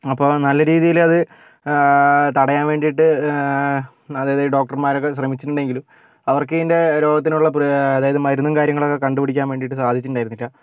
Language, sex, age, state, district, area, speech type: Malayalam, male, 45-60, Kerala, Kozhikode, urban, spontaneous